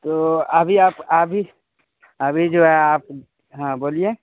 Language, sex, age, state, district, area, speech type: Urdu, male, 30-45, Bihar, Khagaria, urban, conversation